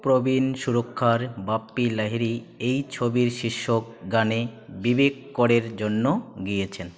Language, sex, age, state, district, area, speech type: Bengali, male, 18-30, West Bengal, Jalpaiguri, rural, read